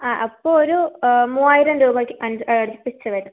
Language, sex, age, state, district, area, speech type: Malayalam, female, 18-30, Kerala, Thiruvananthapuram, urban, conversation